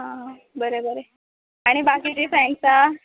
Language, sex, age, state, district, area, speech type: Goan Konkani, female, 18-30, Goa, Murmgao, urban, conversation